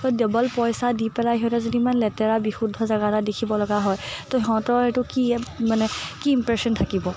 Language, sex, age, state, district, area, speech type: Assamese, female, 18-30, Assam, Morigaon, urban, spontaneous